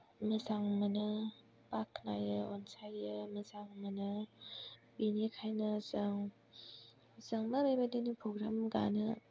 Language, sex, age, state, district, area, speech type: Bodo, female, 18-30, Assam, Kokrajhar, rural, spontaneous